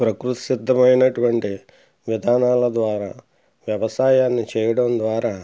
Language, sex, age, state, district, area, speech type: Telugu, male, 60+, Andhra Pradesh, Konaseema, rural, spontaneous